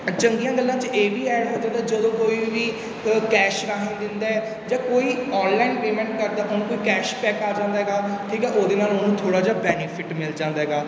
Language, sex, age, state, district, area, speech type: Punjabi, male, 18-30, Punjab, Mansa, rural, spontaneous